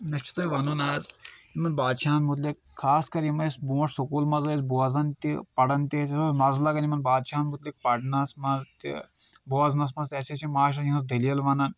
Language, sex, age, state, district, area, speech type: Kashmiri, male, 30-45, Jammu and Kashmir, Kulgam, rural, spontaneous